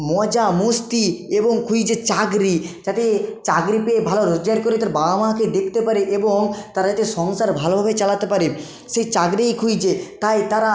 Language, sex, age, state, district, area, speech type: Bengali, male, 30-45, West Bengal, Jhargram, rural, spontaneous